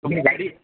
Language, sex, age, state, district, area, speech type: Marathi, male, 30-45, Maharashtra, Wardha, urban, conversation